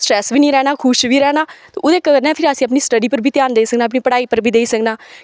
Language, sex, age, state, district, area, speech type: Dogri, female, 18-30, Jammu and Kashmir, Kathua, rural, spontaneous